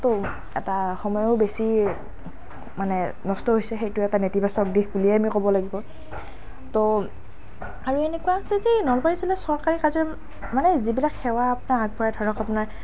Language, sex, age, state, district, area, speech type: Assamese, female, 18-30, Assam, Nalbari, rural, spontaneous